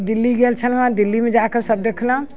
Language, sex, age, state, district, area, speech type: Maithili, female, 60+, Bihar, Muzaffarpur, urban, spontaneous